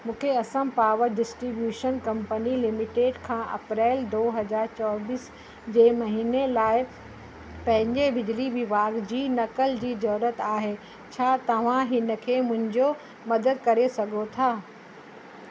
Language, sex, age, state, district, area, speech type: Sindhi, female, 45-60, Uttar Pradesh, Lucknow, rural, read